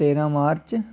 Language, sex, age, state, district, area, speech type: Dogri, male, 18-30, Jammu and Kashmir, Udhampur, rural, spontaneous